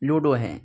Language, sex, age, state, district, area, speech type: Urdu, male, 18-30, Uttar Pradesh, Ghaziabad, urban, spontaneous